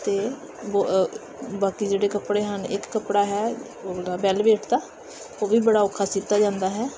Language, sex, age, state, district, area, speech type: Punjabi, female, 30-45, Punjab, Gurdaspur, urban, spontaneous